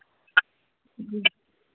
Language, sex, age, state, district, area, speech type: Hindi, female, 18-30, Madhya Pradesh, Chhindwara, urban, conversation